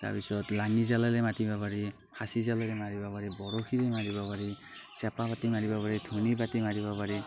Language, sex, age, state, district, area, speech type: Assamese, male, 45-60, Assam, Morigaon, rural, spontaneous